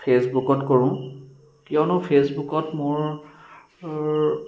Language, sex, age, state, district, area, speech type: Assamese, male, 30-45, Assam, Sivasagar, urban, spontaneous